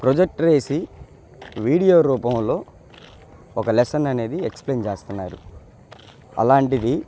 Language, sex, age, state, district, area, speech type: Telugu, male, 18-30, Andhra Pradesh, Bapatla, rural, spontaneous